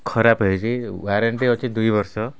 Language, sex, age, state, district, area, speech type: Odia, male, 30-45, Odisha, Kendrapara, urban, spontaneous